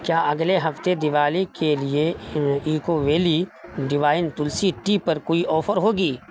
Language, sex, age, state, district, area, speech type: Urdu, male, 45-60, Bihar, Supaul, rural, read